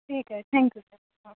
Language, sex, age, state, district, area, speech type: Marathi, female, 18-30, Maharashtra, Thane, rural, conversation